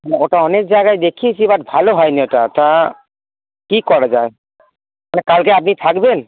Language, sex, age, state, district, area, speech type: Bengali, male, 18-30, West Bengal, Cooch Behar, urban, conversation